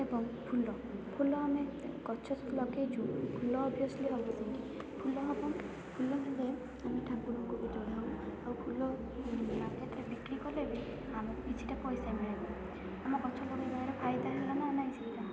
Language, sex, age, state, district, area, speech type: Odia, female, 18-30, Odisha, Rayagada, rural, spontaneous